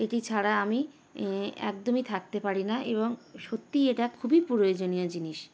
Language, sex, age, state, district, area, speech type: Bengali, female, 30-45, West Bengal, Howrah, urban, spontaneous